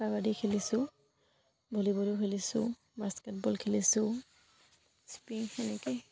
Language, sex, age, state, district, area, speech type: Assamese, female, 18-30, Assam, Dibrugarh, rural, spontaneous